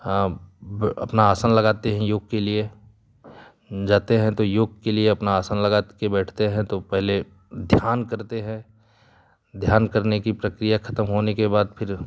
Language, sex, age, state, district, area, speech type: Hindi, male, 30-45, Uttar Pradesh, Jaunpur, rural, spontaneous